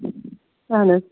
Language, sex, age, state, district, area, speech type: Kashmiri, female, 45-60, Jammu and Kashmir, Baramulla, rural, conversation